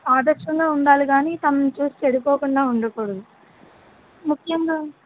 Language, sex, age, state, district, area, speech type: Telugu, female, 60+, Andhra Pradesh, West Godavari, rural, conversation